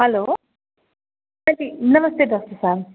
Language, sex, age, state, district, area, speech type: Sindhi, female, 30-45, Uttar Pradesh, Lucknow, urban, conversation